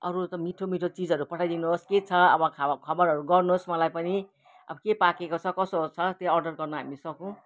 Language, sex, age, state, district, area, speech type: Nepali, female, 60+, West Bengal, Kalimpong, rural, spontaneous